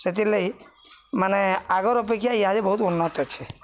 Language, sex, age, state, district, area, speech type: Odia, male, 45-60, Odisha, Balangir, urban, spontaneous